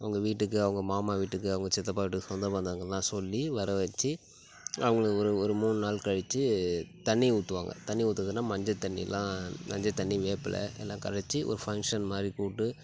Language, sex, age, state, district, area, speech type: Tamil, male, 30-45, Tamil Nadu, Tiruchirappalli, rural, spontaneous